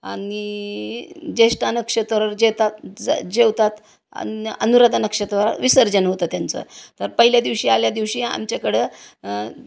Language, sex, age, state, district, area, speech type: Marathi, female, 60+, Maharashtra, Osmanabad, rural, spontaneous